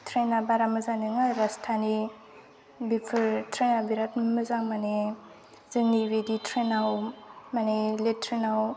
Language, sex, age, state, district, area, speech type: Bodo, female, 18-30, Assam, Udalguri, rural, spontaneous